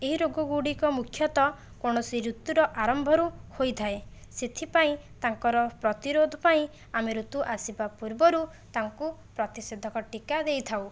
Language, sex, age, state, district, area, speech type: Odia, female, 30-45, Odisha, Jajpur, rural, spontaneous